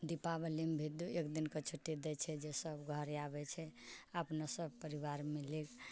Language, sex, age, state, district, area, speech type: Maithili, female, 45-60, Bihar, Purnia, urban, spontaneous